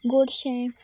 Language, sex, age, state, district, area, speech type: Goan Konkani, female, 18-30, Goa, Sanguem, rural, spontaneous